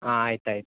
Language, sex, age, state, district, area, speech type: Kannada, male, 18-30, Karnataka, Dakshina Kannada, rural, conversation